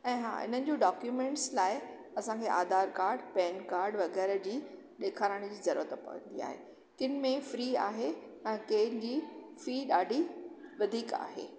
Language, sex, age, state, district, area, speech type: Sindhi, female, 45-60, Maharashtra, Thane, urban, spontaneous